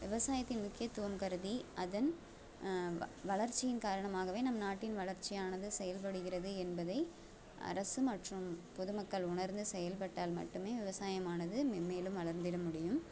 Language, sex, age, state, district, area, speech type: Tamil, female, 30-45, Tamil Nadu, Thanjavur, urban, spontaneous